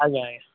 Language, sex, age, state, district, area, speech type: Odia, male, 18-30, Odisha, Cuttack, urban, conversation